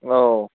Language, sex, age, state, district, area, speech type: Bodo, male, 18-30, Assam, Kokrajhar, rural, conversation